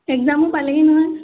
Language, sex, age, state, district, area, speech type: Assamese, female, 18-30, Assam, Dhemaji, urban, conversation